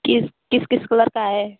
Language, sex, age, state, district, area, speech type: Hindi, female, 18-30, Uttar Pradesh, Azamgarh, rural, conversation